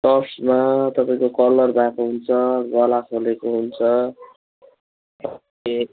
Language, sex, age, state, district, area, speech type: Nepali, male, 45-60, West Bengal, Kalimpong, rural, conversation